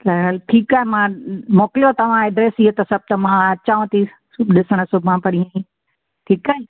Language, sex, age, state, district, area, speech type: Sindhi, female, 45-60, Gujarat, Kutch, urban, conversation